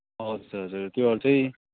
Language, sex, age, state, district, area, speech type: Nepali, male, 30-45, West Bengal, Kalimpong, rural, conversation